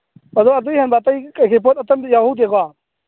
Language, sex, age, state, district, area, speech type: Manipuri, male, 30-45, Manipur, Churachandpur, rural, conversation